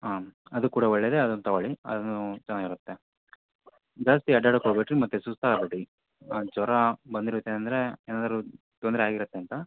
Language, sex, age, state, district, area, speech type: Kannada, male, 18-30, Karnataka, Davanagere, urban, conversation